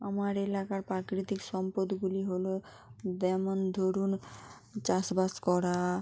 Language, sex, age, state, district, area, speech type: Bengali, female, 30-45, West Bengal, Jalpaiguri, rural, spontaneous